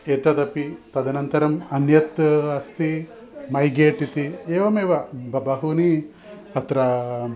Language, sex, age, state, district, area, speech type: Sanskrit, male, 60+, Andhra Pradesh, Visakhapatnam, urban, spontaneous